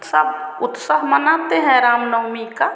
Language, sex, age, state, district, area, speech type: Hindi, female, 45-60, Bihar, Samastipur, rural, spontaneous